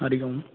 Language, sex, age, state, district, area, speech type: Sindhi, male, 30-45, Maharashtra, Thane, urban, conversation